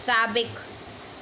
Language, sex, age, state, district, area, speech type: Sindhi, female, 18-30, Madhya Pradesh, Katni, rural, read